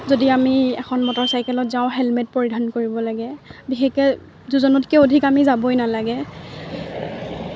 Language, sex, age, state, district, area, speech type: Assamese, female, 18-30, Assam, Lakhimpur, urban, spontaneous